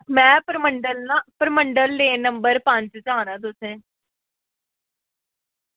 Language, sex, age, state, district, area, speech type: Dogri, female, 18-30, Jammu and Kashmir, Samba, rural, conversation